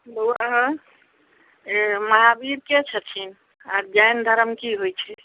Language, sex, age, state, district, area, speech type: Maithili, female, 60+, Bihar, Sitamarhi, rural, conversation